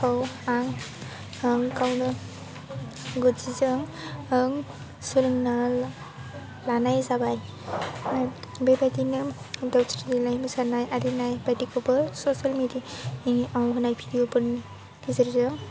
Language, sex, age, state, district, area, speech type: Bodo, female, 18-30, Assam, Baksa, rural, spontaneous